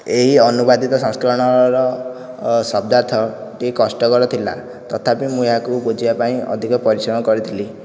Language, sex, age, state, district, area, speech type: Odia, male, 18-30, Odisha, Nayagarh, rural, spontaneous